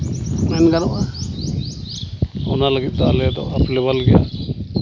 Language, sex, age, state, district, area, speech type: Santali, male, 30-45, Jharkhand, Seraikela Kharsawan, rural, spontaneous